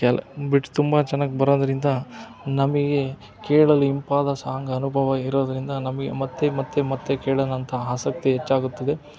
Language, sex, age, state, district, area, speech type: Kannada, male, 45-60, Karnataka, Chitradurga, rural, spontaneous